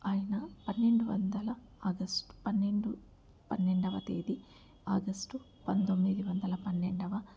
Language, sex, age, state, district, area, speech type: Telugu, female, 30-45, Andhra Pradesh, N T Rama Rao, rural, spontaneous